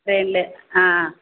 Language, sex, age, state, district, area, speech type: Tamil, female, 45-60, Tamil Nadu, Thoothukudi, urban, conversation